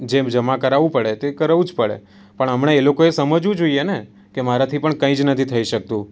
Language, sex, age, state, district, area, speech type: Gujarati, male, 18-30, Gujarat, Surat, urban, spontaneous